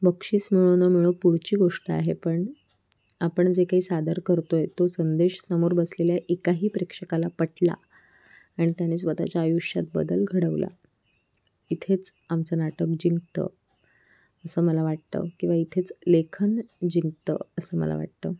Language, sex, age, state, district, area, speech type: Marathi, female, 18-30, Maharashtra, Sindhudurg, rural, spontaneous